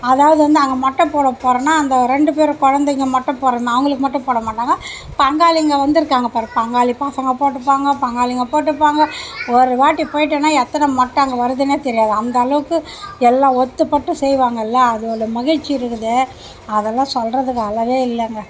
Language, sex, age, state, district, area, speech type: Tamil, female, 60+, Tamil Nadu, Mayiladuthurai, rural, spontaneous